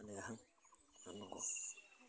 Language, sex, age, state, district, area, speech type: Bodo, female, 60+, Assam, Udalguri, rural, spontaneous